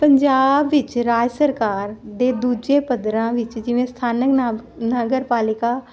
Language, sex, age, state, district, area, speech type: Punjabi, female, 45-60, Punjab, Jalandhar, urban, spontaneous